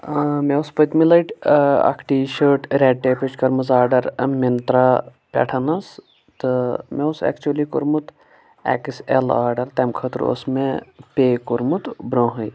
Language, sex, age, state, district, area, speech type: Kashmiri, male, 30-45, Jammu and Kashmir, Anantnag, rural, spontaneous